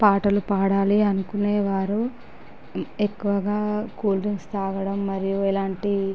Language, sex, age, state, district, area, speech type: Telugu, female, 30-45, Andhra Pradesh, Visakhapatnam, urban, spontaneous